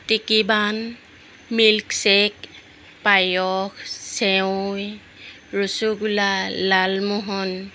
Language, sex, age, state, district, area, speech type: Assamese, female, 45-60, Assam, Jorhat, urban, spontaneous